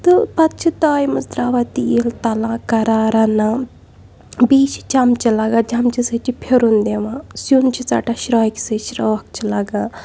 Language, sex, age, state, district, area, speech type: Kashmiri, female, 18-30, Jammu and Kashmir, Bandipora, urban, spontaneous